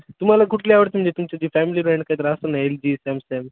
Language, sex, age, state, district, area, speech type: Marathi, male, 30-45, Maharashtra, Nanded, rural, conversation